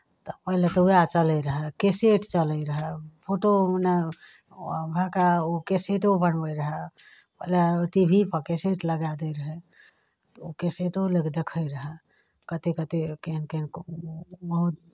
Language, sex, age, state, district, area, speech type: Maithili, female, 30-45, Bihar, Araria, rural, spontaneous